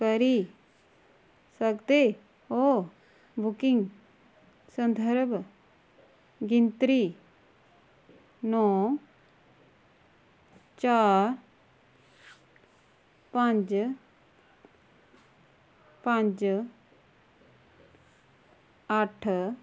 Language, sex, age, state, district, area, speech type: Dogri, female, 30-45, Jammu and Kashmir, Kathua, rural, read